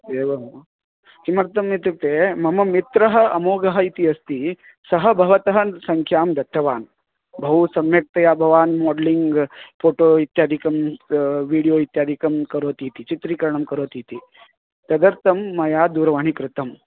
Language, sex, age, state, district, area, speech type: Sanskrit, male, 30-45, Karnataka, Vijayapura, urban, conversation